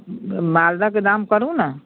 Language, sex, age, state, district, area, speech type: Maithili, female, 60+, Bihar, Muzaffarpur, rural, conversation